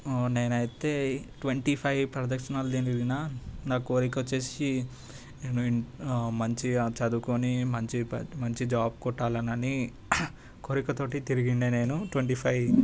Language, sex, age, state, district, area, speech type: Telugu, male, 18-30, Telangana, Hyderabad, urban, spontaneous